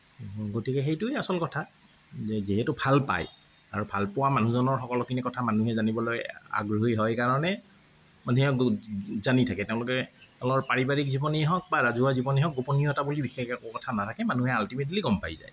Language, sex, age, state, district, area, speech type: Assamese, male, 45-60, Assam, Kamrup Metropolitan, urban, spontaneous